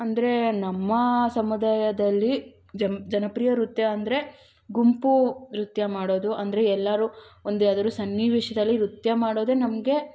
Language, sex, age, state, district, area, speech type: Kannada, female, 18-30, Karnataka, Tumkur, rural, spontaneous